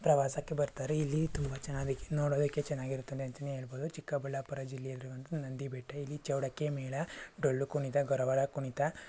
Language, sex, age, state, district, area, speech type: Kannada, male, 18-30, Karnataka, Chikkaballapur, rural, spontaneous